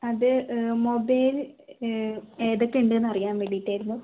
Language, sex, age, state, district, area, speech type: Malayalam, female, 45-60, Kerala, Kozhikode, urban, conversation